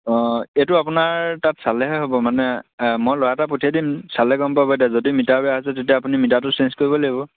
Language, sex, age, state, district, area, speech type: Assamese, male, 18-30, Assam, Sivasagar, rural, conversation